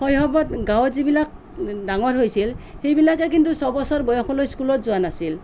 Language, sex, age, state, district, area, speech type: Assamese, female, 45-60, Assam, Nalbari, rural, spontaneous